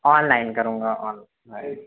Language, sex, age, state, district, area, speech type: Hindi, male, 18-30, Madhya Pradesh, Jabalpur, urban, conversation